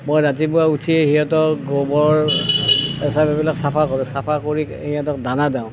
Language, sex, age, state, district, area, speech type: Assamese, male, 60+, Assam, Nalbari, rural, spontaneous